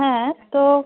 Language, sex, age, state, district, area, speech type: Bengali, female, 30-45, West Bengal, North 24 Parganas, rural, conversation